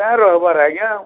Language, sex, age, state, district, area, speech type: Odia, male, 60+, Odisha, Bargarh, urban, conversation